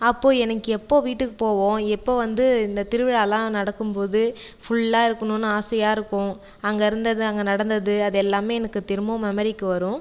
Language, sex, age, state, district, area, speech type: Tamil, female, 30-45, Tamil Nadu, Viluppuram, rural, spontaneous